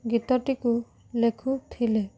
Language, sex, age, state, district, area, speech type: Odia, female, 18-30, Odisha, Rayagada, rural, spontaneous